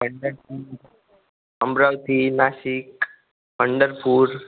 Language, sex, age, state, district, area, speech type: Marathi, male, 18-30, Maharashtra, Akola, rural, conversation